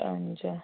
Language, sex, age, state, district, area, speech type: Nepali, female, 30-45, West Bengal, Kalimpong, rural, conversation